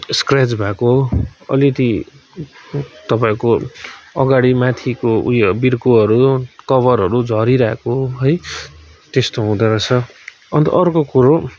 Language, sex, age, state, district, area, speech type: Nepali, male, 30-45, West Bengal, Kalimpong, rural, spontaneous